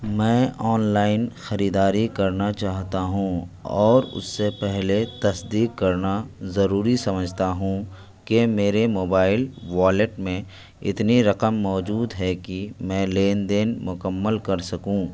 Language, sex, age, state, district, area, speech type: Urdu, male, 18-30, Delhi, New Delhi, rural, spontaneous